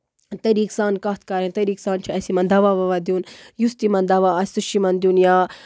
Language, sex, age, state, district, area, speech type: Kashmiri, female, 30-45, Jammu and Kashmir, Baramulla, rural, spontaneous